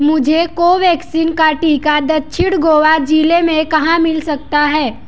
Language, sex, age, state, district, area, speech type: Hindi, female, 18-30, Uttar Pradesh, Mirzapur, rural, read